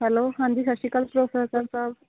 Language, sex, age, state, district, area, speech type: Punjabi, female, 18-30, Punjab, Shaheed Bhagat Singh Nagar, urban, conversation